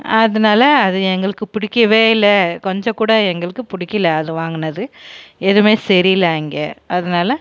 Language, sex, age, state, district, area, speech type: Tamil, female, 45-60, Tamil Nadu, Krishnagiri, rural, spontaneous